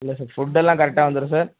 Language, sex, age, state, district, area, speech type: Tamil, male, 18-30, Tamil Nadu, Vellore, rural, conversation